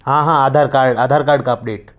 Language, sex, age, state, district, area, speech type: Urdu, male, 18-30, Delhi, North East Delhi, urban, spontaneous